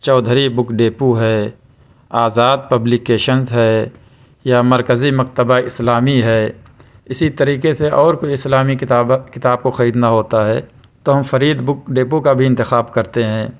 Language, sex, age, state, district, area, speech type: Urdu, male, 30-45, Uttar Pradesh, Balrampur, rural, spontaneous